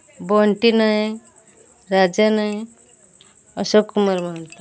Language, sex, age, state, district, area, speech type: Odia, female, 45-60, Odisha, Sundergarh, urban, spontaneous